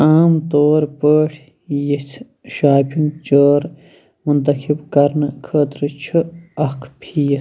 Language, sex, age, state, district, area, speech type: Kashmiri, male, 30-45, Jammu and Kashmir, Shopian, rural, read